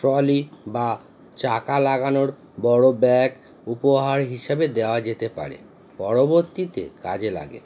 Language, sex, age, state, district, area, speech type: Bengali, male, 30-45, West Bengal, Howrah, urban, spontaneous